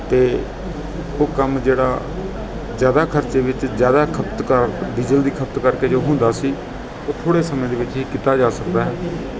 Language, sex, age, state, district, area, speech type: Punjabi, male, 30-45, Punjab, Gurdaspur, urban, spontaneous